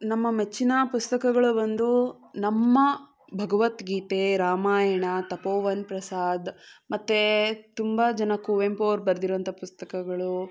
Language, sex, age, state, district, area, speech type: Kannada, female, 18-30, Karnataka, Chikkaballapur, rural, spontaneous